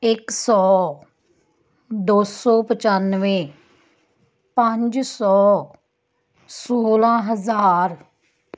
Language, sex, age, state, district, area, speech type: Punjabi, female, 30-45, Punjab, Tarn Taran, urban, spontaneous